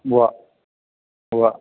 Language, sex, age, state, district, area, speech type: Malayalam, male, 60+, Kerala, Idukki, rural, conversation